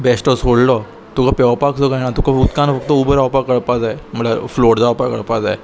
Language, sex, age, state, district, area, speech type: Goan Konkani, male, 18-30, Goa, Salcete, urban, spontaneous